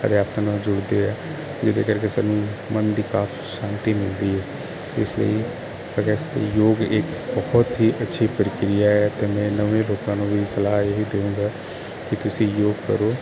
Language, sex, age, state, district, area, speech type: Punjabi, male, 30-45, Punjab, Kapurthala, urban, spontaneous